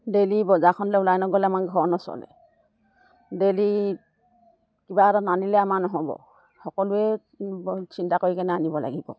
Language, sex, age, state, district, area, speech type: Assamese, female, 60+, Assam, Dibrugarh, rural, spontaneous